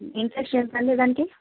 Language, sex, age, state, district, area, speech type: Telugu, female, 18-30, Andhra Pradesh, Krishna, urban, conversation